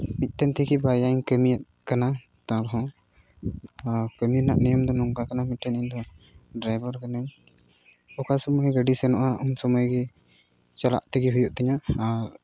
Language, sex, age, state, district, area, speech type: Santali, male, 18-30, Jharkhand, Pakur, rural, spontaneous